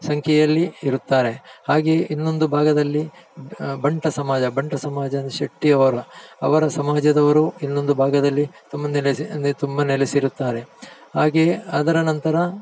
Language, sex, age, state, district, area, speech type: Kannada, male, 45-60, Karnataka, Dakshina Kannada, rural, spontaneous